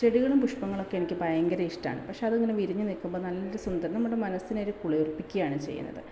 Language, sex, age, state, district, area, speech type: Malayalam, female, 30-45, Kerala, Malappuram, rural, spontaneous